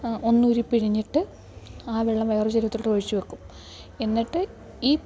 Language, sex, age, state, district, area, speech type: Malayalam, female, 30-45, Kerala, Idukki, rural, spontaneous